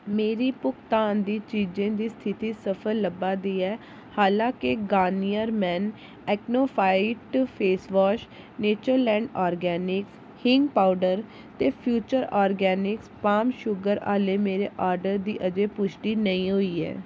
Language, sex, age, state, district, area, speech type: Dogri, female, 30-45, Jammu and Kashmir, Jammu, urban, read